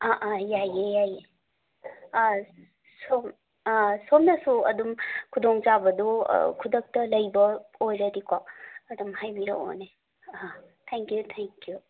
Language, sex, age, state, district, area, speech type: Manipuri, female, 30-45, Manipur, Imphal West, urban, conversation